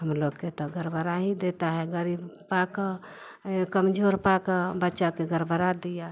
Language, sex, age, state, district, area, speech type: Hindi, female, 45-60, Bihar, Vaishali, rural, spontaneous